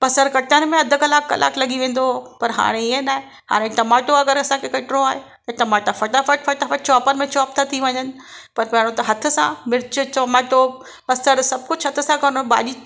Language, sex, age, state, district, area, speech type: Sindhi, female, 45-60, Maharashtra, Mumbai Suburban, urban, spontaneous